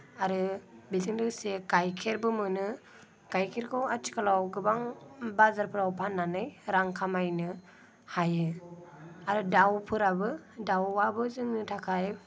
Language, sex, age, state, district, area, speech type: Bodo, female, 18-30, Assam, Kokrajhar, rural, spontaneous